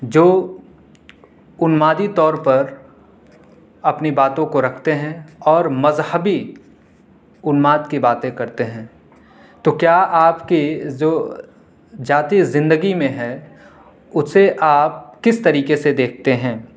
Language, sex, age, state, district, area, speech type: Urdu, male, 18-30, Delhi, South Delhi, urban, spontaneous